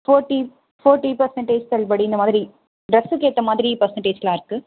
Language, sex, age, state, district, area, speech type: Tamil, female, 18-30, Tamil Nadu, Mayiladuthurai, rural, conversation